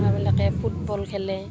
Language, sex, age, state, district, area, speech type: Assamese, female, 30-45, Assam, Barpeta, rural, spontaneous